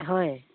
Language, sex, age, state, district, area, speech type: Assamese, female, 60+, Assam, Dibrugarh, rural, conversation